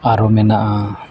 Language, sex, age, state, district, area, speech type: Santali, male, 30-45, Jharkhand, East Singhbhum, rural, spontaneous